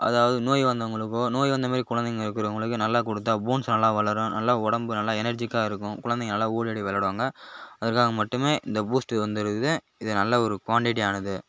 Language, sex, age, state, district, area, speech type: Tamil, male, 18-30, Tamil Nadu, Kallakurichi, urban, spontaneous